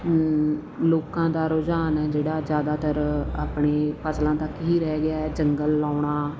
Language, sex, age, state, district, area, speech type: Punjabi, female, 30-45, Punjab, Mansa, rural, spontaneous